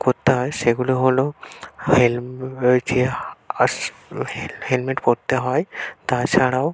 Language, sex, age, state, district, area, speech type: Bengali, male, 18-30, West Bengal, North 24 Parganas, rural, spontaneous